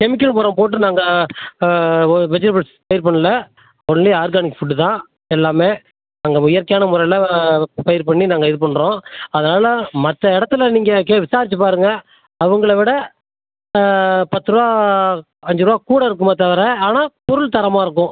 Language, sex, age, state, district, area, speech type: Tamil, male, 45-60, Tamil Nadu, Tiruchirappalli, rural, conversation